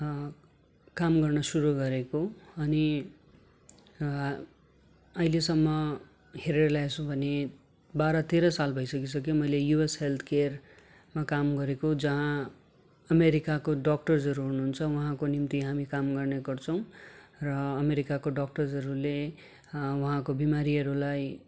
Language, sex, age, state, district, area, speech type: Nepali, male, 30-45, West Bengal, Darjeeling, rural, spontaneous